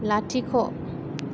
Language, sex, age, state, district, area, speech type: Bodo, female, 30-45, Assam, Chirang, urban, read